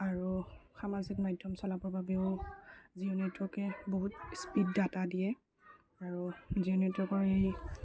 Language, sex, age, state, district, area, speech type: Assamese, female, 60+, Assam, Darrang, rural, spontaneous